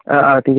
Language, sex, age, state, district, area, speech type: Assamese, male, 30-45, Assam, Darrang, rural, conversation